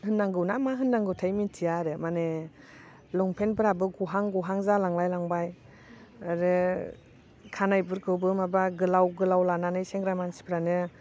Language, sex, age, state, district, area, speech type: Bodo, female, 30-45, Assam, Baksa, rural, spontaneous